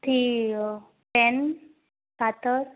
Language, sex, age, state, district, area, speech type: Gujarati, female, 18-30, Gujarat, Ahmedabad, rural, conversation